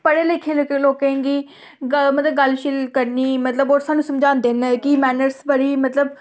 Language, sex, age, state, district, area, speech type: Dogri, female, 18-30, Jammu and Kashmir, Samba, rural, spontaneous